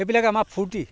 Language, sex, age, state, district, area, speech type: Assamese, male, 45-60, Assam, Sivasagar, rural, spontaneous